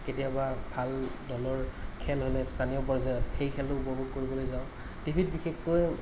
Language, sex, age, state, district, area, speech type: Assamese, male, 30-45, Assam, Kamrup Metropolitan, urban, spontaneous